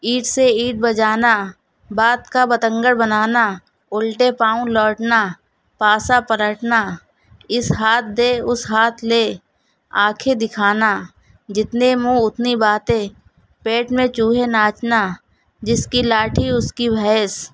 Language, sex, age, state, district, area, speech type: Urdu, female, 30-45, Uttar Pradesh, Shahjahanpur, urban, spontaneous